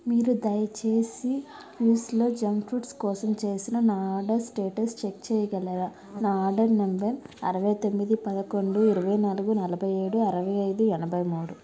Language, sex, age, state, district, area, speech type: Telugu, female, 30-45, Andhra Pradesh, Nellore, urban, read